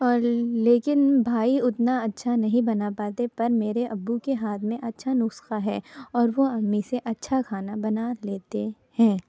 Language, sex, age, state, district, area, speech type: Urdu, female, 30-45, Uttar Pradesh, Lucknow, rural, spontaneous